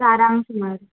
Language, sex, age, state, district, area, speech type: Goan Konkani, female, 18-30, Goa, Quepem, rural, conversation